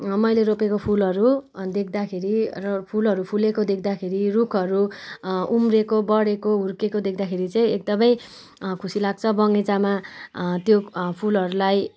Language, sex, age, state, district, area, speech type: Nepali, female, 18-30, West Bengal, Kalimpong, rural, spontaneous